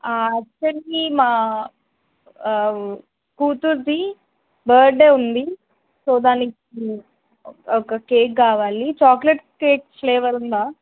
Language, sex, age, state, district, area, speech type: Telugu, female, 18-30, Telangana, Warangal, rural, conversation